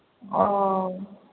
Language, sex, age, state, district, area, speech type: Manipuri, female, 18-30, Manipur, Senapati, urban, conversation